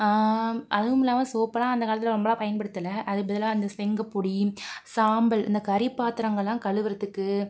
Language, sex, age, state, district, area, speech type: Tamil, female, 45-60, Tamil Nadu, Pudukkottai, urban, spontaneous